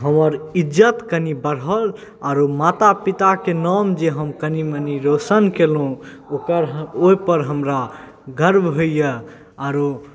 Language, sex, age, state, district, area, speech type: Maithili, male, 18-30, Bihar, Saharsa, rural, spontaneous